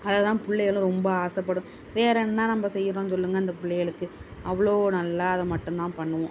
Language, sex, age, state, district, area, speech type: Tamil, female, 30-45, Tamil Nadu, Tiruvarur, rural, spontaneous